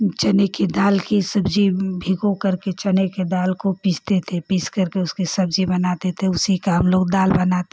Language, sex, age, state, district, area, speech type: Hindi, female, 30-45, Uttar Pradesh, Ghazipur, rural, spontaneous